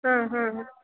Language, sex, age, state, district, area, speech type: Kannada, female, 30-45, Karnataka, Mandya, rural, conversation